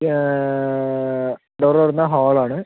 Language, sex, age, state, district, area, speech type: Malayalam, male, 60+, Kerala, Palakkad, rural, conversation